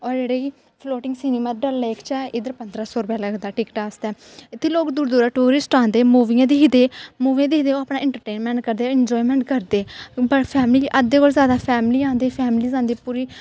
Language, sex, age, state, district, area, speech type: Dogri, female, 18-30, Jammu and Kashmir, Kathua, rural, spontaneous